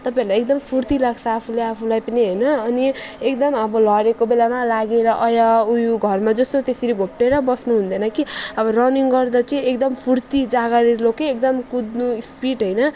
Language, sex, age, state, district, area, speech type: Nepali, female, 30-45, West Bengal, Alipurduar, urban, spontaneous